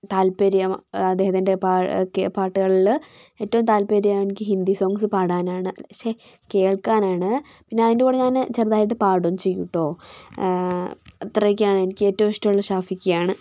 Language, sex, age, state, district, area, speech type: Malayalam, female, 18-30, Kerala, Wayanad, rural, spontaneous